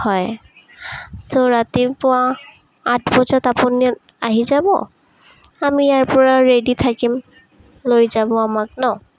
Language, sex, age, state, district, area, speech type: Assamese, female, 18-30, Assam, Sonitpur, rural, spontaneous